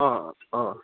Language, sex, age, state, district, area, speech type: Assamese, male, 18-30, Assam, Dibrugarh, urban, conversation